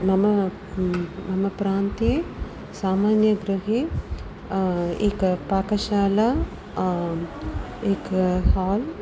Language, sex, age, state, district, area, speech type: Sanskrit, female, 45-60, Tamil Nadu, Tiruchirappalli, urban, spontaneous